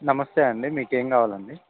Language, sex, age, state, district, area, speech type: Telugu, male, 18-30, Telangana, Khammam, urban, conversation